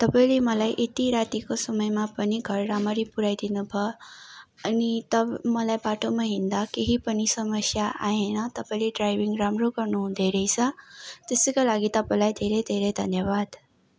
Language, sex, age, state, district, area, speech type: Nepali, female, 18-30, West Bengal, Darjeeling, rural, spontaneous